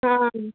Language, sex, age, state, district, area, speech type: Kannada, female, 18-30, Karnataka, Bidar, urban, conversation